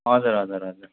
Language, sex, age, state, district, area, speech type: Nepali, male, 18-30, West Bengal, Darjeeling, rural, conversation